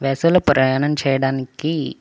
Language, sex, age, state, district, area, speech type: Telugu, male, 45-60, Andhra Pradesh, West Godavari, rural, spontaneous